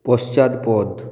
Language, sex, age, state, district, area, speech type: Bengali, male, 45-60, West Bengal, Purulia, urban, read